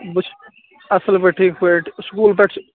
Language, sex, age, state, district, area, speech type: Kashmiri, male, 18-30, Jammu and Kashmir, Baramulla, rural, conversation